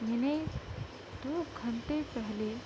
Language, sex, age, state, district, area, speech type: Urdu, female, 30-45, Uttar Pradesh, Gautam Buddha Nagar, urban, spontaneous